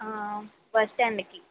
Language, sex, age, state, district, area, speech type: Telugu, female, 30-45, Andhra Pradesh, East Godavari, rural, conversation